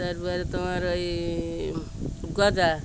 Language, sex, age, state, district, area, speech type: Bengali, female, 60+, West Bengal, Birbhum, urban, spontaneous